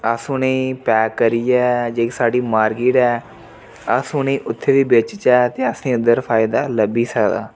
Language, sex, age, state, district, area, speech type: Dogri, male, 30-45, Jammu and Kashmir, Reasi, rural, spontaneous